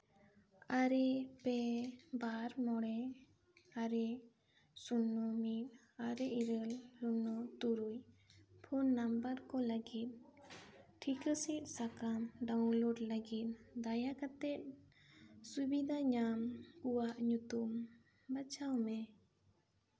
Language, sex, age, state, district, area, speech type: Santali, female, 18-30, West Bengal, Bankura, rural, read